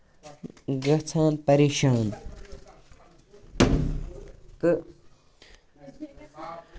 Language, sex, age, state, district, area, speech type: Kashmiri, male, 18-30, Jammu and Kashmir, Baramulla, rural, spontaneous